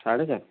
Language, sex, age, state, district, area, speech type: Odia, male, 30-45, Odisha, Bargarh, urban, conversation